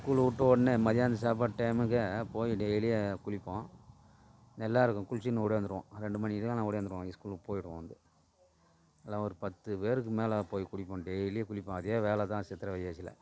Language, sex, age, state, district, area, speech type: Tamil, male, 45-60, Tamil Nadu, Tiruvannamalai, rural, spontaneous